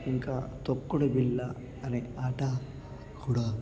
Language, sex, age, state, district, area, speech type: Telugu, male, 18-30, Telangana, Nalgonda, urban, spontaneous